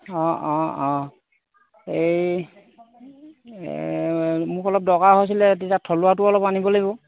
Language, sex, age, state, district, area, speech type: Assamese, male, 30-45, Assam, Golaghat, rural, conversation